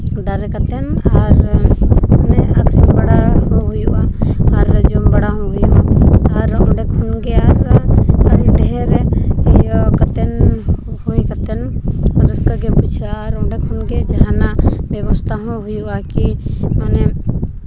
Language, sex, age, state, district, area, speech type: Santali, female, 18-30, Jharkhand, Seraikela Kharsawan, rural, spontaneous